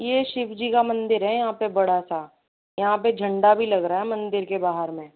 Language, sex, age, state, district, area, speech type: Hindi, female, 18-30, Rajasthan, Jaipur, urban, conversation